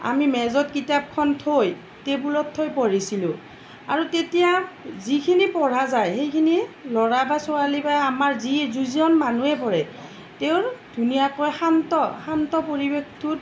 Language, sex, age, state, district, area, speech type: Assamese, female, 45-60, Assam, Nalbari, rural, spontaneous